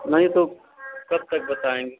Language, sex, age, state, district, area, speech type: Hindi, male, 30-45, Uttar Pradesh, Prayagraj, rural, conversation